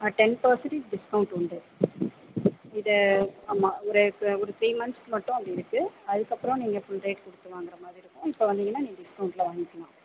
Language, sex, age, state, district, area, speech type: Tamil, female, 30-45, Tamil Nadu, Pudukkottai, rural, conversation